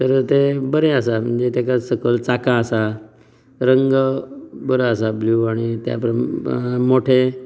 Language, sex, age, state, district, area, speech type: Goan Konkani, male, 30-45, Goa, Canacona, rural, spontaneous